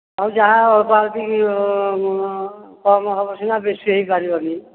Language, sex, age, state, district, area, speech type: Odia, male, 60+, Odisha, Nayagarh, rural, conversation